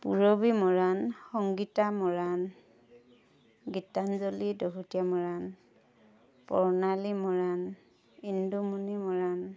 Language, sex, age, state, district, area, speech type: Assamese, female, 30-45, Assam, Tinsukia, urban, spontaneous